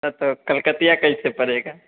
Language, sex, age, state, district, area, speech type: Hindi, male, 18-30, Bihar, Samastipur, rural, conversation